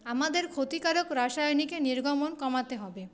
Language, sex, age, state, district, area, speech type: Bengali, female, 30-45, West Bengal, Paschim Bardhaman, urban, spontaneous